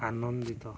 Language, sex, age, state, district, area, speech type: Odia, male, 18-30, Odisha, Jagatsinghpur, rural, read